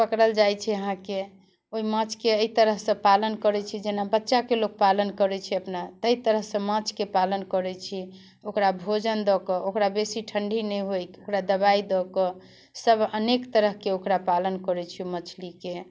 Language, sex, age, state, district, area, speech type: Maithili, female, 45-60, Bihar, Muzaffarpur, urban, spontaneous